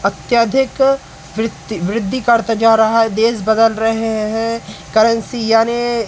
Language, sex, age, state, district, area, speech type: Hindi, male, 18-30, Madhya Pradesh, Hoshangabad, rural, spontaneous